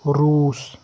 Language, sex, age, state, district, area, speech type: Kashmiri, male, 30-45, Jammu and Kashmir, Srinagar, urban, spontaneous